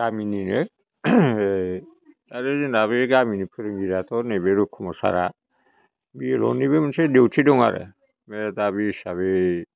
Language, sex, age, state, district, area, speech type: Bodo, male, 60+, Assam, Chirang, rural, spontaneous